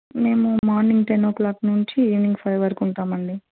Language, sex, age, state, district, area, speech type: Telugu, female, 18-30, Andhra Pradesh, Eluru, urban, conversation